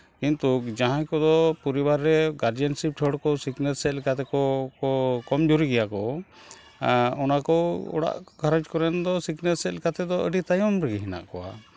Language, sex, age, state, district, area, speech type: Santali, male, 45-60, West Bengal, Malda, rural, spontaneous